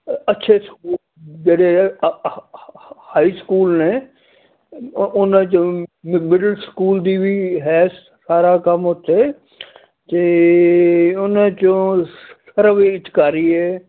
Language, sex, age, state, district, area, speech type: Punjabi, male, 60+, Punjab, Fazilka, rural, conversation